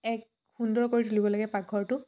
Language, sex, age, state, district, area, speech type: Assamese, female, 18-30, Assam, Dhemaji, rural, spontaneous